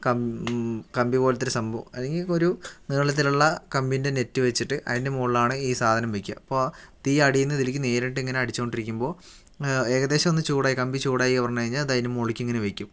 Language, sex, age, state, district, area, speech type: Malayalam, male, 18-30, Kerala, Palakkad, rural, spontaneous